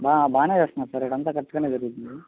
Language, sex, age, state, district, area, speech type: Telugu, male, 18-30, Andhra Pradesh, Guntur, rural, conversation